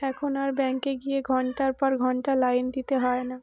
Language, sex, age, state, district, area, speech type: Bengali, female, 18-30, West Bengal, Uttar Dinajpur, urban, spontaneous